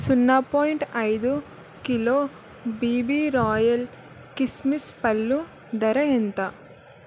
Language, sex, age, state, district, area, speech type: Telugu, female, 18-30, Andhra Pradesh, Kakinada, urban, read